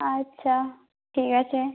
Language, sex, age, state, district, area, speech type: Bengali, female, 18-30, West Bengal, Birbhum, urban, conversation